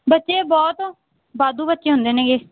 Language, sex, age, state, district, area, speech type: Punjabi, female, 18-30, Punjab, Mansa, rural, conversation